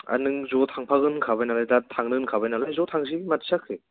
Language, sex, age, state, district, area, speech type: Bodo, male, 18-30, Assam, Kokrajhar, urban, conversation